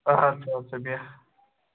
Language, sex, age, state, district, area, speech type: Kashmiri, male, 18-30, Jammu and Kashmir, Ganderbal, rural, conversation